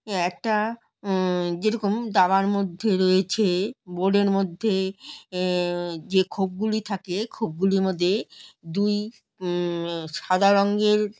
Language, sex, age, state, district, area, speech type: Bengali, female, 45-60, West Bengal, Alipurduar, rural, spontaneous